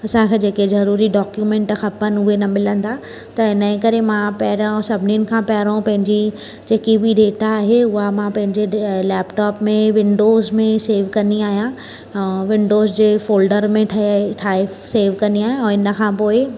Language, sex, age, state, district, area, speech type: Sindhi, female, 30-45, Maharashtra, Mumbai Suburban, urban, spontaneous